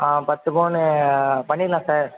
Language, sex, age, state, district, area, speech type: Tamil, female, 18-30, Tamil Nadu, Mayiladuthurai, urban, conversation